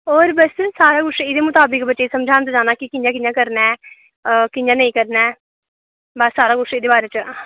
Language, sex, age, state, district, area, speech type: Dogri, female, 18-30, Jammu and Kashmir, Kathua, rural, conversation